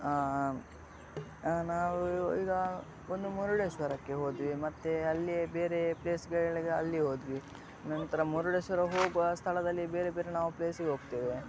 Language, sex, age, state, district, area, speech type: Kannada, male, 18-30, Karnataka, Udupi, rural, spontaneous